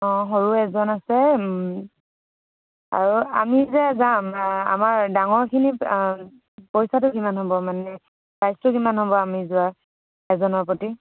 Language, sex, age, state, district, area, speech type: Assamese, female, 18-30, Assam, Dhemaji, urban, conversation